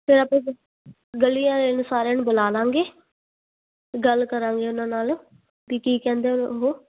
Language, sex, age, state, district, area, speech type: Punjabi, female, 18-30, Punjab, Muktsar, urban, conversation